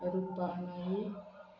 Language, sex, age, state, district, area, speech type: Goan Konkani, female, 45-60, Goa, Murmgao, rural, spontaneous